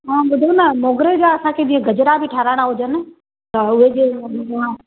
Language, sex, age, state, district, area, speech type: Sindhi, female, 45-60, Madhya Pradesh, Katni, urban, conversation